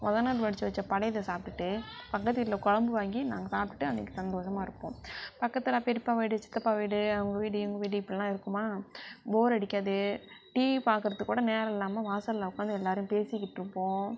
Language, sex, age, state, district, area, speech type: Tamil, female, 60+, Tamil Nadu, Sivaganga, rural, spontaneous